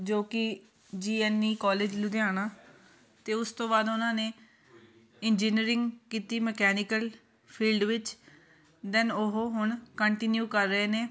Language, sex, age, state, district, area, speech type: Punjabi, female, 30-45, Punjab, Shaheed Bhagat Singh Nagar, urban, spontaneous